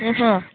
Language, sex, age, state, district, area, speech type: Kannada, female, 18-30, Karnataka, Kolar, rural, conversation